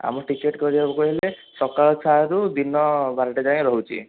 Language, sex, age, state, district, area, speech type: Odia, male, 18-30, Odisha, Puri, urban, conversation